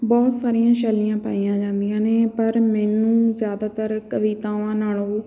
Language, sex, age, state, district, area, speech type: Punjabi, female, 18-30, Punjab, Patiala, rural, spontaneous